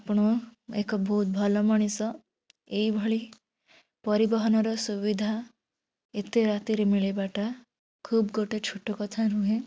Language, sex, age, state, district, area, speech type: Odia, female, 18-30, Odisha, Bhadrak, rural, spontaneous